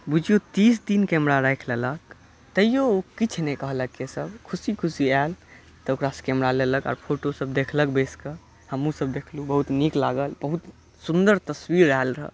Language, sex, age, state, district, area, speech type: Maithili, male, 18-30, Bihar, Saharsa, rural, spontaneous